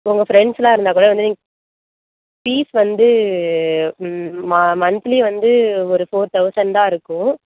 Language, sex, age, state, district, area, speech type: Tamil, female, 45-60, Tamil Nadu, Tiruvarur, rural, conversation